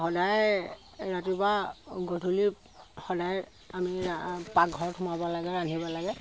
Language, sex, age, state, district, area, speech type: Assamese, female, 60+, Assam, Sivasagar, rural, spontaneous